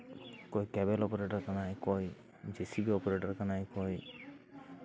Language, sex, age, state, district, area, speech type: Santali, male, 30-45, West Bengal, Paschim Bardhaman, rural, spontaneous